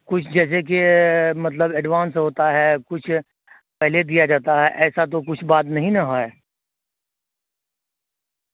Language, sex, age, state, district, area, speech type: Urdu, male, 45-60, Bihar, Araria, rural, conversation